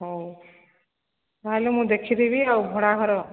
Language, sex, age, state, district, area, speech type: Odia, female, 45-60, Odisha, Sambalpur, rural, conversation